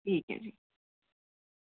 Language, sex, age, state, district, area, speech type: Dogri, female, 30-45, Jammu and Kashmir, Reasi, rural, conversation